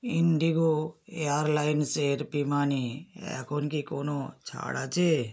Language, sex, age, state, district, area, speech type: Bengali, female, 60+, West Bengal, South 24 Parganas, rural, read